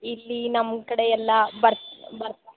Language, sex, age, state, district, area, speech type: Kannada, female, 18-30, Karnataka, Gadag, urban, conversation